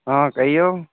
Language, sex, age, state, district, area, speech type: Maithili, male, 30-45, Bihar, Saharsa, rural, conversation